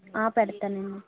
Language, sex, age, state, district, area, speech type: Telugu, female, 30-45, Andhra Pradesh, East Godavari, rural, conversation